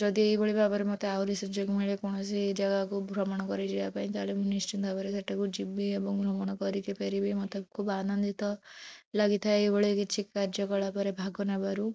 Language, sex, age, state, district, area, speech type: Odia, female, 18-30, Odisha, Bhadrak, rural, spontaneous